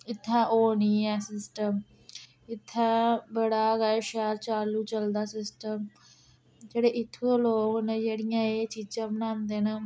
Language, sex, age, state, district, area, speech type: Dogri, female, 18-30, Jammu and Kashmir, Reasi, rural, spontaneous